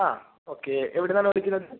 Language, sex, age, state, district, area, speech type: Malayalam, male, 18-30, Kerala, Kozhikode, urban, conversation